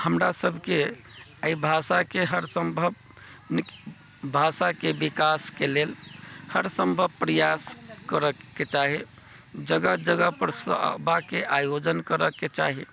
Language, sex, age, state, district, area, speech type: Maithili, male, 60+, Bihar, Sitamarhi, rural, spontaneous